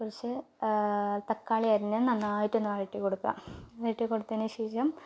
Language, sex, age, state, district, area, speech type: Malayalam, female, 18-30, Kerala, Palakkad, urban, spontaneous